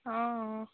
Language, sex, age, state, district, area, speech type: Assamese, female, 18-30, Assam, Sivasagar, rural, conversation